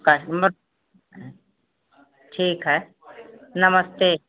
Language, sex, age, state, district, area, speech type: Hindi, female, 60+, Uttar Pradesh, Mau, urban, conversation